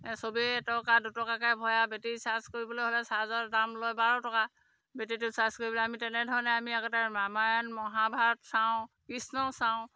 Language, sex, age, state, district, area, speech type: Assamese, female, 45-60, Assam, Golaghat, rural, spontaneous